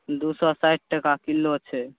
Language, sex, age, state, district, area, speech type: Maithili, male, 18-30, Bihar, Saharsa, rural, conversation